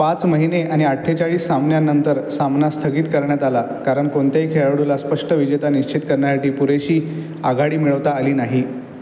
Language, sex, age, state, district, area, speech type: Marathi, male, 18-30, Maharashtra, Aurangabad, urban, read